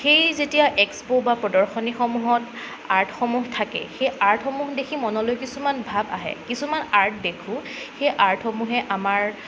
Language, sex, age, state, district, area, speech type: Assamese, female, 18-30, Assam, Sonitpur, rural, spontaneous